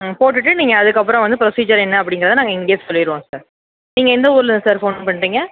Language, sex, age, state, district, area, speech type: Tamil, female, 18-30, Tamil Nadu, Pudukkottai, urban, conversation